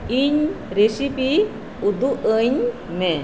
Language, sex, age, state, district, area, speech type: Santali, female, 30-45, West Bengal, Birbhum, rural, read